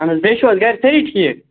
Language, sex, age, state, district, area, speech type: Kashmiri, male, 18-30, Jammu and Kashmir, Kupwara, rural, conversation